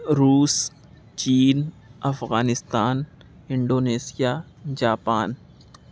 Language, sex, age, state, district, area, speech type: Urdu, male, 45-60, Uttar Pradesh, Aligarh, urban, spontaneous